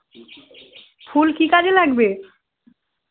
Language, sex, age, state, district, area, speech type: Bengali, female, 18-30, West Bengal, Uttar Dinajpur, urban, conversation